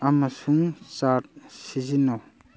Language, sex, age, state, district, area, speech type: Manipuri, male, 30-45, Manipur, Churachandpur, rural, read